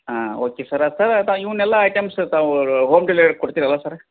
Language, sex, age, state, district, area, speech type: Kannada, male, 45-60, Karnataka, Gadag, rural, conversation